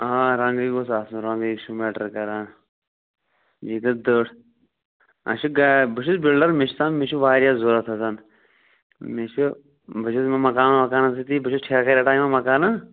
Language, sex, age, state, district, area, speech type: Kashmiri, male, 30-45, Jammu and Kashmir, Pulwama, rural, conversation